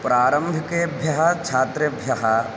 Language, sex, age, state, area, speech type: Sanskrit, male, 18-30, Madhya Pradesh, rural, spontaneous